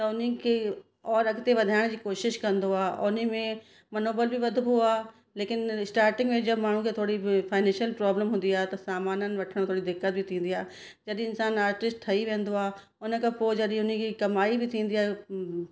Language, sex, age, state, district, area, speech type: Sindhi, female, 45-60, Uttar Pradesh, Lucknow, urban, spontaneous